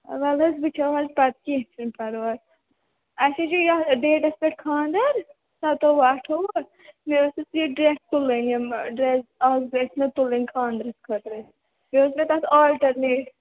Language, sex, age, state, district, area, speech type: Kashmiri, female, 30-45, Jammu and Kashmir, Srinagar, urban, conversation